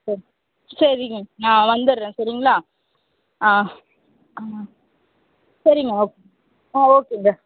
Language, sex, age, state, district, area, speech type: Tamil, female, 30-45, Tamil Nadu, Tiruvallur, urban, conversation